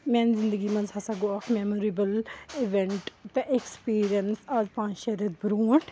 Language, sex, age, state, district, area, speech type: Kashmiri, female, 18-30, Jammu and Kashmir, Srinagar, rural, spontaneous